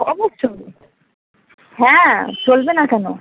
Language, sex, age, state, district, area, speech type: Bengali, female, 18-30, West Bengal, Dakshin Dinajpur, urban, conversation